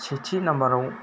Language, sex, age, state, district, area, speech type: Bodo, male, 30-45, Assam, Chirang, rural, spontaneous